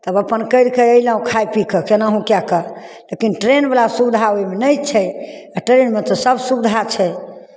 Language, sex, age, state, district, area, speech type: Maithili, female, 60+, Bihar, Begusarai, rural, spontaneous